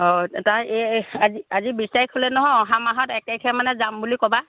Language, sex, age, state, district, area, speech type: Assamese, female, 30-45, Assam, Lakhimpur, rural, conversation